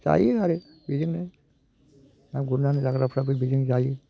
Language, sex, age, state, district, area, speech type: Bodo, male, 60+, Assam, Chirang, rural, spontaneous